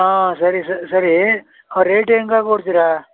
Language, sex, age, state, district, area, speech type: Kannada, male, 60+, Karnataka, Mysore, rural, conversation